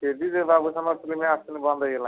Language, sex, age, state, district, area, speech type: Odia, male, 45-60, Odisha, Jagatsinghpur, rural, conversation